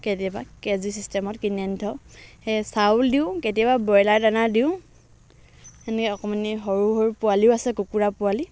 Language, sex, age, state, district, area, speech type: Assamese, female, 60+, Assam, Dhemaji, rural, spontaneous